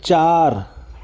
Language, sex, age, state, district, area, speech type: Sindhi, male, 60+, Delhi, South Delhi, urban, read